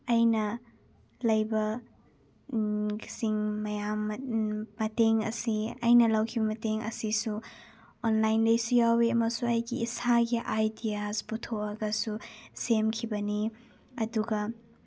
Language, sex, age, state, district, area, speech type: Manipuri, female, 18-30, Manipur, Chandel, rural, spontaneous